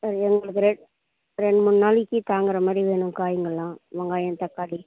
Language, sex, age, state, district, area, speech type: Tamil, female, 30-45, Tamil Nadu, Ranipet, urban, conversation